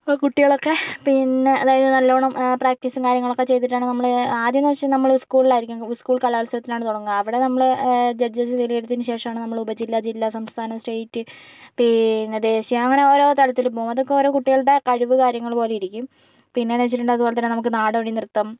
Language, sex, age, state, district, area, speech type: Malayalam, female, 45-60, Kerala, Kozhikode, urban, spontaneous